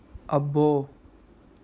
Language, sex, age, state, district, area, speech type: Telugu, male, 30-45, Andhra Pradesh, Chittoor, rural, read